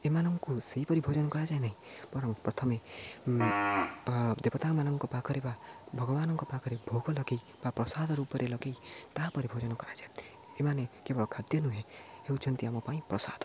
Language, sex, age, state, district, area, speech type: Odia, male, 18-30, Odisha, Jagatsinghpur, rural, spontaneous